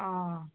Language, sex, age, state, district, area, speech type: Assamese, female, 60+, Assam, Golaghat, urban, conversation